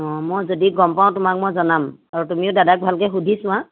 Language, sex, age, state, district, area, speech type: Assamese, female, 30-45, Assam, Lakhimpur, rural, conversation